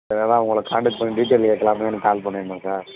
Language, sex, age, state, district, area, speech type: Tamil, male, 30-45, Tamil Nadu, Thanjavur, rural, conversation